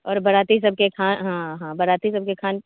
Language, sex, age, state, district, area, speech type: Maithili, female, 45-60, Bihar, Saharsa, urban, conversation